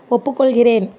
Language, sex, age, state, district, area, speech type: Tamil, female, 45-60, Tamil Nadu, Thoothukudi, urban, read